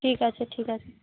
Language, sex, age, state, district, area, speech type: Bengali, female, 45-60, West Bengal, Purba Medinipur, rural, conversation